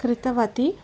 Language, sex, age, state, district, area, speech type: Sanskrit, female, 30-45, Andhra Pradesh, Krishna, urban, spontaneous